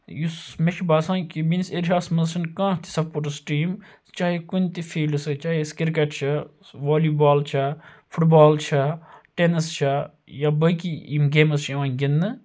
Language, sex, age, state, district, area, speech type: Kashmiri, male, 18-30, Jammu and Kashmir, Kupwara, rural, spontaneous